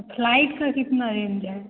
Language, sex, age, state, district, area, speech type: Hindi, female, 18-30, Bihar, Begusarai, urban, conversation